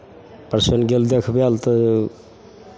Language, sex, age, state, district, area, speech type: Maithili, male, 45-60, Bihar, Begusarai, urban, spontaneous